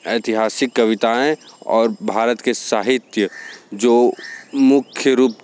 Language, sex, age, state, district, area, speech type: Hindi, male, 18-30, Uttar Pradesh, Sonbhadra, rural, spontaneous